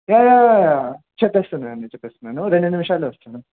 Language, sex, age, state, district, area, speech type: Telugu, male, 18-30, Telangana, Mahabubabad, urban, conversation